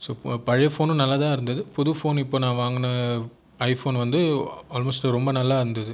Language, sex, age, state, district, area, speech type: Tamil, male, 18-30, Tamil Nadu, Viluppuram, urban, spontaneous